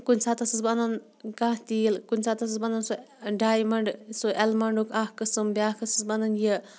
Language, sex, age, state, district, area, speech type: Kashmiri, female, 30-45, Jammu and Kashmir, Kulgam, rural, spontaneous